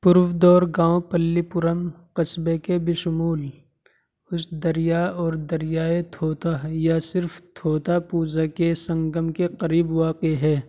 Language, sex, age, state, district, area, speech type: Urdu, male, 18-30, Uttar Pradesh, Saharanpur, urban, read